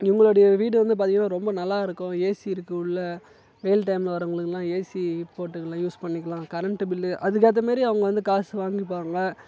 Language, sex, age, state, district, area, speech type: Tamil, male, 18-30, Tamil Nadu, Tiruvannamalai, rural, spontaneous